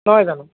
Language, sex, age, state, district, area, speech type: Assamese, male, 30-45, Assam, Lakhimpur, rural, conversation